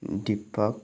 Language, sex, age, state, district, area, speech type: Bodo, male, 18-30, Assam, Chirang, rural, spontaneous